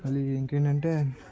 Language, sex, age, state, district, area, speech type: Telugu, male, 18-30, Andhra Pradesh, Anakapalli, rural, spontaneous